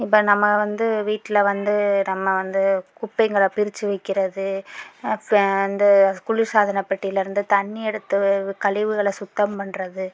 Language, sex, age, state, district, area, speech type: Tamil, female, 30-45, Tamil Nadu, Pudukkottai, rural, spontaneous